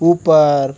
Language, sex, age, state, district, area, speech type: Hindi, male, 45-60, Madhya Pradesh, Hoshangabad, urban, read